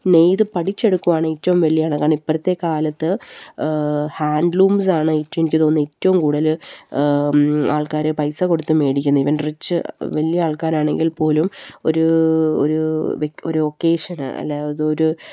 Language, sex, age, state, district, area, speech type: Malayalam, female, 30-45, Kerala, Palakkad, rural, spontaneous